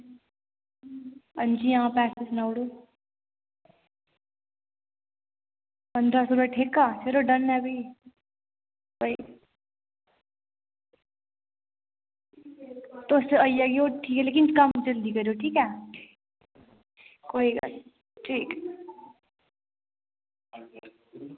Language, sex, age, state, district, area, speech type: Dogri, female, 18-30, Jammu and Kashmir, Reasi, rural, conversation